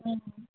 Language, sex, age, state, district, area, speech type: Assamese, female, 30-45, Assam, Udalguri, rural, conversation